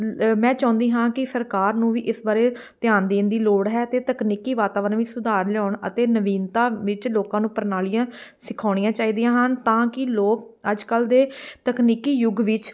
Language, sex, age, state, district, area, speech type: Punjabi, female, 30-45, Punjab, Amritsar, urban, spontaneous